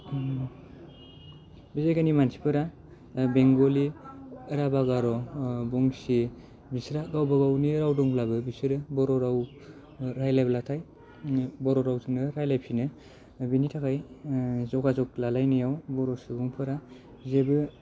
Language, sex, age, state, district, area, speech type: Bodo, male, 30-45, Assam, Kokrajhar, rural, spontaneous